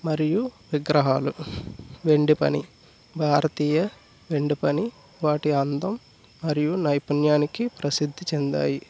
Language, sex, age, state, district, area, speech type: Telugu, male, 18-30, Andhra Pradesh, East Godavari, rural, spontaneous